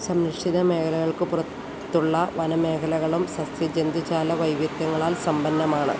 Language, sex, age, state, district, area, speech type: Malayalam, female, 30-45, Kerala, Idukki, rural, read